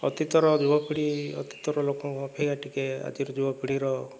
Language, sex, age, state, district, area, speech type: Odia, male, 45-60, Odisha, Kandhamal, rural, spontaneous